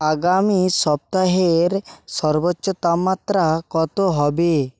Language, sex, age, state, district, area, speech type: Bengali, male, 18-30, West Bengal, Bankura, rural, read